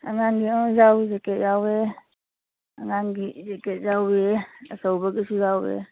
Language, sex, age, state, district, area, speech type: Manipuri, female, 45-60, Manipur, Churachandpur, urban, conversation